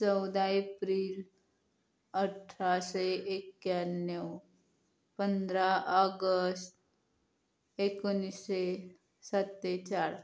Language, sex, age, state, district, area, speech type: Marathi, female, 18-30, Maharashtra, Yavatmal, rural, spontaneous